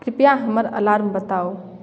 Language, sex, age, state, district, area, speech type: Maithili, female, 18-30, Bihar, Darbhanga, rural, read